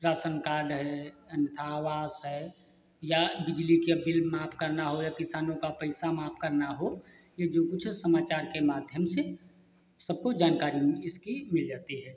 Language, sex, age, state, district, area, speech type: Hindi, male, 45-60, Uttar Pradesh, Hardoi, rural, spontaneous